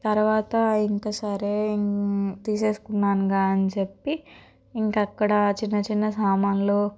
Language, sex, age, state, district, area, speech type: Telugu, female, 30-45, Andhra Pradesh, Guntur, urban, spontaneous